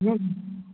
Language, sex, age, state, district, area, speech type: Maithili, female, 30-45, Bihar, Samastipur, urban, conversation